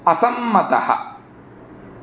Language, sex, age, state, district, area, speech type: Sanskrit, male, 30-45, Tamil Nadu, Tirunelveli, rural, read